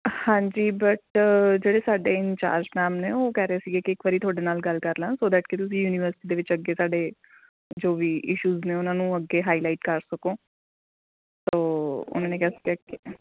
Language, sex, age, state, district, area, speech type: Punjabi, female, 30-45, Punjab, Amritsar, urban, conversation